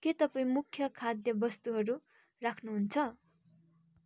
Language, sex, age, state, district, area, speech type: Nepali, female, 18-30, West Bengal, Kalimpong, rural, read